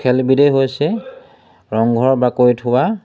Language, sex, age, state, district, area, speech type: Assamese, male, 30-45, Assam, Sivasagar, rural, spontaneous